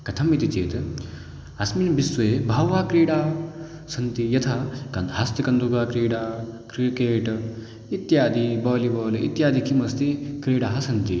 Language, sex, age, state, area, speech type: Sanskrit, male, 18-30, Uttarakhand, rural, spontaneous